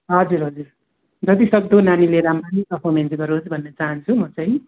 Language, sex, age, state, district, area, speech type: Nepali, male, 30-45, West Bengal, Darjeeling, rural, conversation